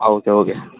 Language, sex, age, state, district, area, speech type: Marathi, male, 18-30, Maharashtra, Thane, urban, conversation